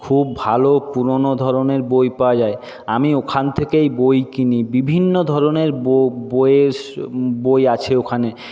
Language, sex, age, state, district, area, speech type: Bengali, male, 30-45, West Bengal, Jhargram, rural, spontaneous